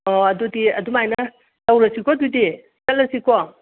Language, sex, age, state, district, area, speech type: Manipuri, female, 60+, Manipur, Imphal East, rural, conversation